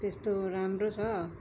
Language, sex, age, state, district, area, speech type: Nepali, female, 45-60, West Bengal, Darjeeling, rural, spontaneous